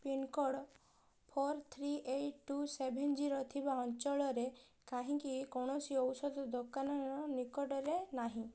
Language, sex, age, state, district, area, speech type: Odia, female, 18-30, Odisha, Balasore, rural, read